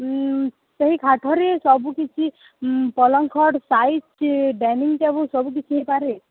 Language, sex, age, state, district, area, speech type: Odia, female, 18-30, Odisha, Balangir, urban, conversation